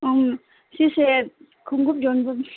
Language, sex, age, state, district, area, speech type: Manipuri, female, 18-30, Manipur, Chandel, rural, conversation